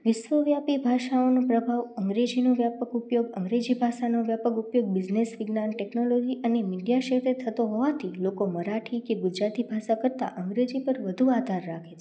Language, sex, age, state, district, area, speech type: Gujarati, female, 18-30, Gujarat, Rajkot, rural, spontaneous